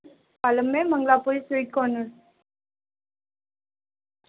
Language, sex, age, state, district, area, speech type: Urdu, female, 18-30, Delhi, North East Delhi, urban, conversation